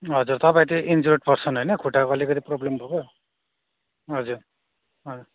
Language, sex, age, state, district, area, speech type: Nepali, male, 18-30, West Bengal, Darjeeling, rural, conversation